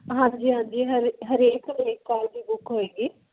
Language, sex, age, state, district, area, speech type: Punjabi, female, 18-30, Punjab, Muktsar, rural, conversation